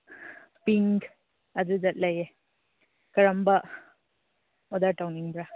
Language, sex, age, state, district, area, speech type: Manipuri, female, 18-30, Manipur, Senapati, rural, conversation